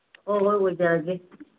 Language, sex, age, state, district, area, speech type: Manipuri, female, 45-60, Manipur, Kangpokpi, urban, conversation